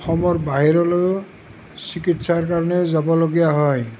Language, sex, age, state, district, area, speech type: Assamese, male, 60+, Assam, Nalbari, rural, spontaneous